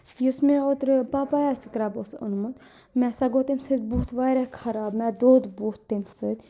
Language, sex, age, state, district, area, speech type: Kashmiri, male, 45-60, Jammu and Kashmir, Budgam, rural, spontaneous